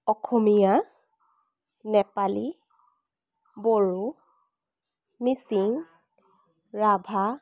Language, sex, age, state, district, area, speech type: Assamese, female, 18-30, Assam, Charaideo, urban, spontaneous